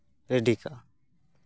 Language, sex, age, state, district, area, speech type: Santali, male, 18-30, West Bengal, Purba Bardhaman, rural, spontaneous